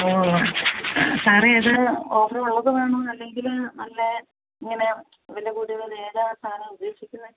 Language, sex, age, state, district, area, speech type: Malayalam, female, 45-60, Kerala, Idukki, rural, conversation